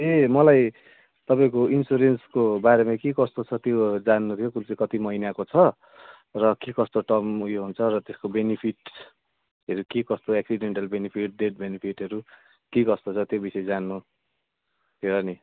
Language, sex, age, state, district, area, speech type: Nepali, male, 30-45, West Bengal, Jalpaiguri, urban, conversation